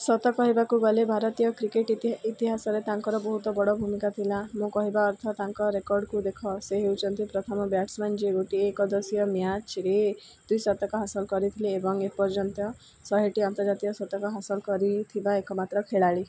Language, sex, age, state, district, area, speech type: Odia, female, 18-30, Odisha, Sundergarh, urban, read